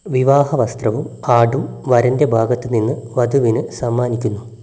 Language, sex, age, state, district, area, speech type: Malayalam, male, 18-30, Kerala, Wayanad, rural, read